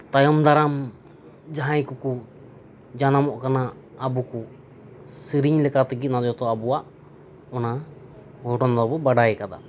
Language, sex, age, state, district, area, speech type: Santali, male, 30-45, West Bengal, Birbhum, rural, spontaneous